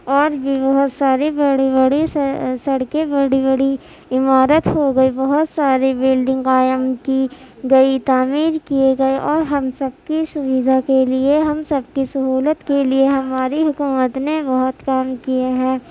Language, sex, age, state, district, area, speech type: Urdu, female, 18-30, Uttar Pradesh, Gautam Buddha Nagar, rural, spontaneous